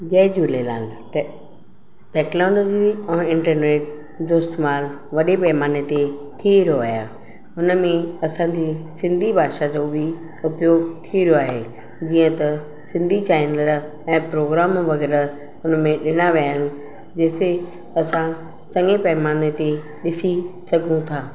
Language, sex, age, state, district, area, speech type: Sindhi, female, 45-60, Maharashtra, Mumbai Suburban, urban, spontaneous